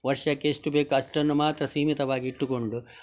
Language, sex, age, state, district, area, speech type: Kannada, male, 60+, Karnataka, Udupi, rural, spontaneous